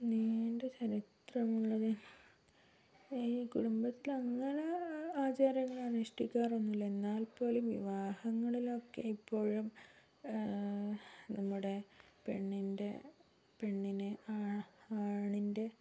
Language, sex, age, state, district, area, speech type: Malayalam, female, 60+, Kerala, Wayanad, rural, spontaneous